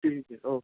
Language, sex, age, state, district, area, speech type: Urdu, male, 45-60, Delhi, South Delhi, urban, conversation